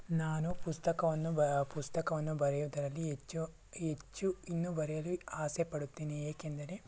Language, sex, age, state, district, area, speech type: Kannada, male, 18-30, Karnataka, Tumkur, rural, spontaneous